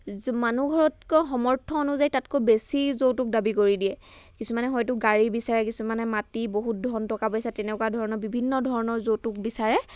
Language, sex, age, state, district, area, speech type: Assamese, female, 45-60, Assam, Lakhimpur, rural, spontaneous